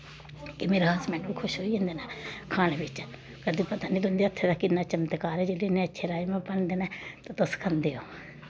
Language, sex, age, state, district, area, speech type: Dogri, female, 30-45, Jammu and Kashmir, Samba, urban, spontaneous